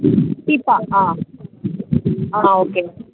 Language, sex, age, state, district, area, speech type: Telugu, female, 60+, Andhra Pradesh, Chittoor, rural, conversation